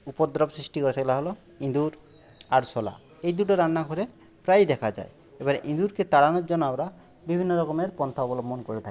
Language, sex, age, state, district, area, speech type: Bengali, male, 30-45, West Bengal, Jhargram, rural, spontaneous